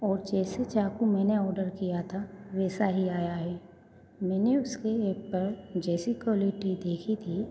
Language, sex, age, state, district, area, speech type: Hindi, female, 18-30, Madhya Pradesh, Hoshangabad, urban, spontaneous